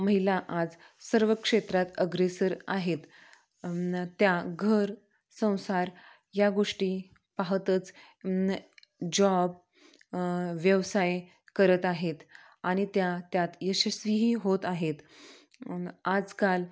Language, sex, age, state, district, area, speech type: Marathi, female, 30-45, Maharashtra, Sangli, rural, spontaneous